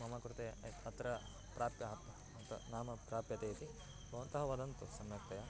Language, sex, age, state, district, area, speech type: Sanskrit, male, 18-30, Karnataka, Bagalkot, rural, spontaneous